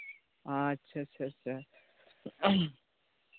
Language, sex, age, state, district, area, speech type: Santali, male, 18-30, West Bengal, Birbhum, rural, conversation